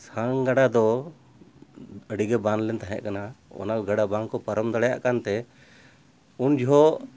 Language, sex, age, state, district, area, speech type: Santali, male, 60+, Jharkhand, Bokaro, rural, spontaneous